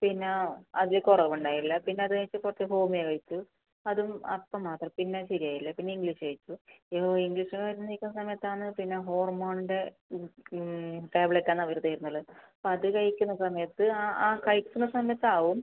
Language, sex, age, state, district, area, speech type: Malayalam, female, 30-45, Kerala, Kasaragod, rural, conversation